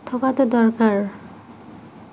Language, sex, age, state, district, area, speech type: Assamese, female, 45-60, Assam, Nagaon, rural, spontaneous